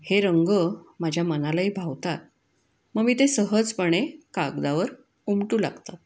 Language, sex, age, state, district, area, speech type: Marathi, female, 60+, Maharashtra, Pune, urban, spontaneous